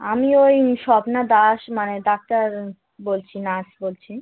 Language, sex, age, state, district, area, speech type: Bengali, female, 18-30, West Bengal, Dakshin Dinajpur, urban, conversation